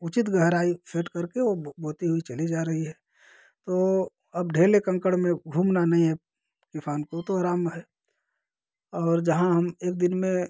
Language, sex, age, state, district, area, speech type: Hindi, male, 45-60, Uttar Pradesh, Ghazipur, rural, spontaneous